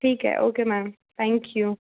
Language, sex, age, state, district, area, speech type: Hindi, female, 45-60, Madhya Pradesh, Bhopal, urban, conversation